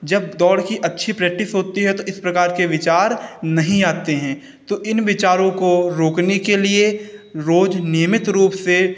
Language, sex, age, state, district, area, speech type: Hindi, male, 30-45, Uttar Pradesh, Hardoi, rural, spontaneous